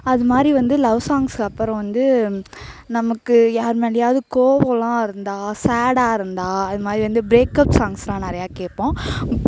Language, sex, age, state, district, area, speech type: Tamil, female, 18-30, Tamil Nadu, Thanjavur, urban, spontaneous